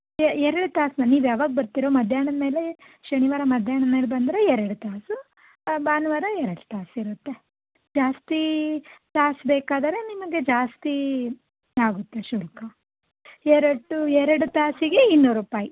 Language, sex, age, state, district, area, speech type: Kannada, female, 30-45, Karnataka, Davanagere, urban, conversation